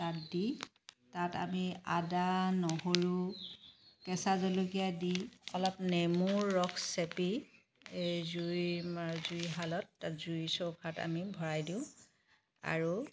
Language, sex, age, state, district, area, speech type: Assamese, female, 30-45, Assam, Charaideo, urban, spontaneous